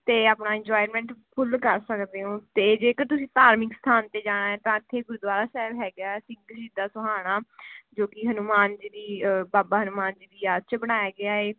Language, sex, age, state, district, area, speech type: Punjabi, female, 18-30, Punjab, Mohali, rural, conversation